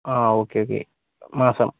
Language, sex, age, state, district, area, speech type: Malayalam, male, 30-45, Kerala, Wayanad, rural, conversation